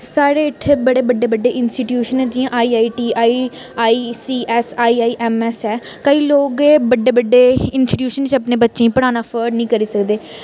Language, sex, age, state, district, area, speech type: Dogri, female, 18-30, Jammu and Kashmir, Reasi, urban, spontaneous